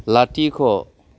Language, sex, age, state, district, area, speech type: Bodo, male, 30-45, Assam, Kokrajhar, rural, read